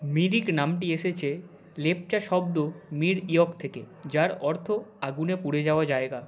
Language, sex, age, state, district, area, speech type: Bengali, male, 45-60, West Bengal, Nadia, rural, read